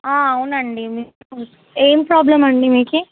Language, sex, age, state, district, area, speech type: Telugu, female, 18-30, Telangana, Vikarabad, rural, conversation